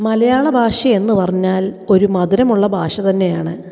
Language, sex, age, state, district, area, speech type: Malayalam, female, 30-45, Kerala, Kottayam, rural, spontaneous